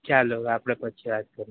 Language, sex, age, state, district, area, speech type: Gujarati, male, 18-30, Gujarat, Valsad, rural, conversation